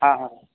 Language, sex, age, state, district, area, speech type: Gujarati, male, 18-30, Gujarat, Narmada, rural, conversation